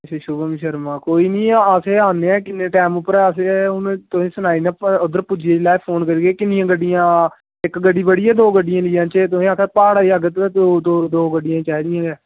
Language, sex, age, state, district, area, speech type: Dogri, male, 18-30, Jammu and Kashmir, Samba, rural, conversation